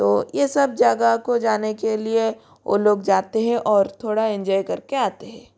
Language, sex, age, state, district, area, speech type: Hindi, female, 18-30, Rajasthan, Jodhpur, rural, spontaneous